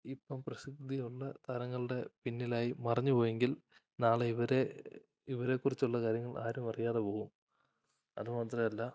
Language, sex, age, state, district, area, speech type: Malayalam, male, 18-30, Kerala, Idukki, rural, spontaneous